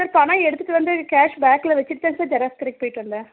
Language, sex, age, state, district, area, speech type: Tamil, female, 30-45, Tamil Nadu, Dharmapuri, rural, conversation